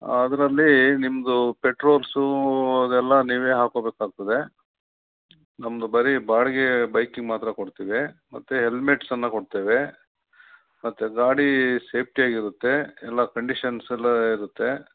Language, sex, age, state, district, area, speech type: Kannada, male, 45-60, Karnataka, Bangalore Urban, urban, conversation